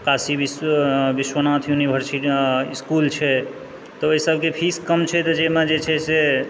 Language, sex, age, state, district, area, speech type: Maithili, male, 30-45, Bihar, Supaul, rural, spontaneous